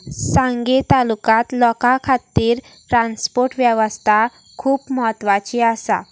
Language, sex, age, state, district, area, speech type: Goan Konkani, female, 18-30, Goa, Sanguem, rural, spontaneous